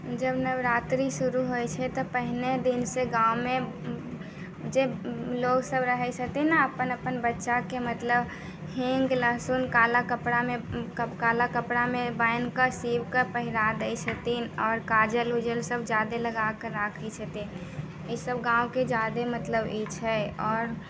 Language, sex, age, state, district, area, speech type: Maithili, female, 18-30, Bihar, Muzaffarpur, rural, spontaneous